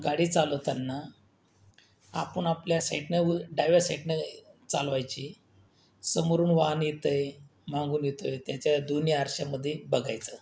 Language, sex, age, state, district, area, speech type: Marathi, male, 30-45, Maharashtra, Buldhana, rural, spontaneous